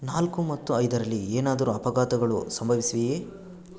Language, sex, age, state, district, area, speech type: Kannada, male, 18-30, Karnataka, Bangalore Rural, rural, read